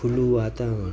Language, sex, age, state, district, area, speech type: Gujarati, male, 45-60, Gujarat, Junagadh, rural, spontaneous